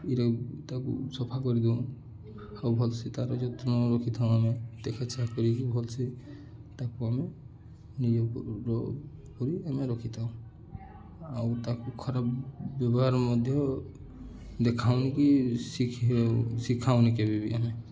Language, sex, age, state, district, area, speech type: Odia, male, 18-30, Odisha, Balangir, urban, spontaneous